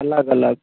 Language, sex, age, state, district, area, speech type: Hindi, male, 30-45, Uttar Pradesh, Lucknow, rural, conversation